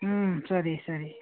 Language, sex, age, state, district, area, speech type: Kannada, female, 60+, Karnataka, Mandya, rural, conversation